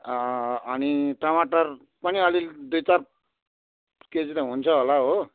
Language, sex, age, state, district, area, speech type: Nepali, male, 60+, West Bengal, Darjeeling, rural, conversation